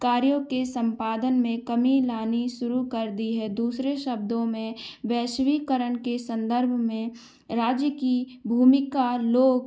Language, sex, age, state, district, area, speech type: Hindi, female, 18-30, Madhya Pradesh, Gwalior, urban, spontaneous